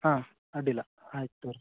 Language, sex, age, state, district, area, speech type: Kannada, male, 30-45, Karnataka, Dharwad, rural, conversation